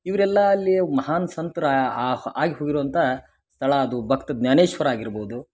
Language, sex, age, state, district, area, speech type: Kannada, male, 30-45, Karnataka, Dharwad, rural, spontaneous